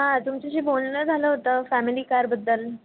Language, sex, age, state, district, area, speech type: Marathi, female, 18-30, Maharashtra, Pune, rural, conversation